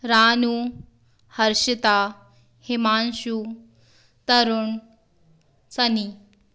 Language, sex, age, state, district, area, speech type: Hindi, female, 30-45, Madhya Pradesh, Bhopal, urban, spontaneous